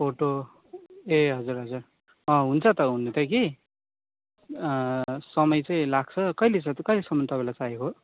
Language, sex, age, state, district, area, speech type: Nepali, male, 18-30, West Bengal, Darjeeling, rural, conversation